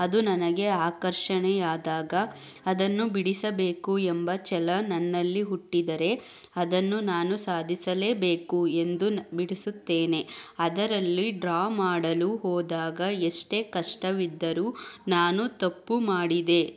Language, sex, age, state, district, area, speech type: Kannada, female, 18-30, Karnataka, Chamarajanagar, rural, spontaneous